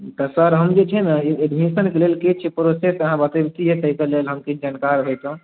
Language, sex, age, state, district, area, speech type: Maithili, male, 18-30, Bihar, Darbhanga, rural, conversation